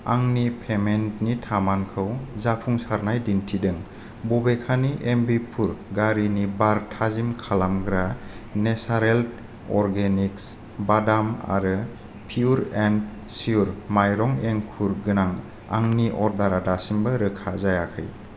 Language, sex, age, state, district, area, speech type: Bodo, male, 30-45, Assam, Kokrajhar, rural, read